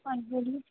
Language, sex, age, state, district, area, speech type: Hindi, female, 18-30, Bihar, Darbhanga, rural, conversation